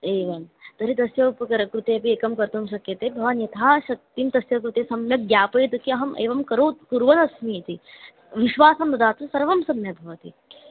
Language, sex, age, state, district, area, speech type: Sanskrit, female, 18-30, Maharashtra, Chandrapur, rural, conversation